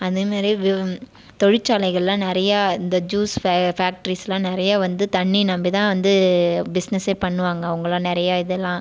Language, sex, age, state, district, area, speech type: Tamil, female, 18-30, Tamil Nadu, Viluppuram, urban, spontaneous